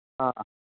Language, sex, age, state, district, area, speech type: Manipuri, male, 18-30, Manipur, Kangpokpi, urban, conversation